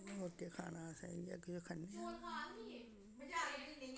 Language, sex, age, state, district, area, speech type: Dogri, female, 60+, Jammu and Kashmir, Samba, urban, spontaneous